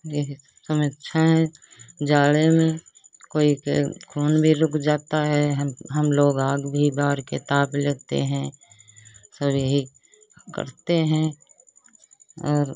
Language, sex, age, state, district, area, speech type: Hindi, female, 60+, Uttar Pradesh, Lucknow, urban, spontaneous